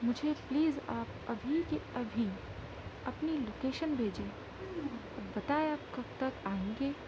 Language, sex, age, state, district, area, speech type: Urdu, female, 30-45, Uttar Pradesh, Gautam Buddha Nagar, urban, spontaneous